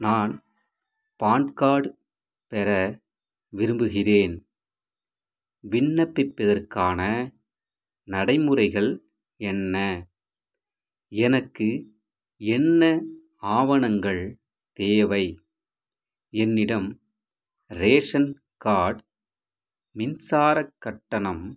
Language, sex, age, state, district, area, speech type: Tamil, male, 45-60, Tamil Nadu, Madurai, rural, read